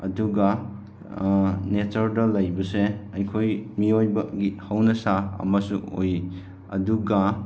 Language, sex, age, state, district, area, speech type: Manipuri, male, 30-45, Manipur, Chandel, rural, spontaneous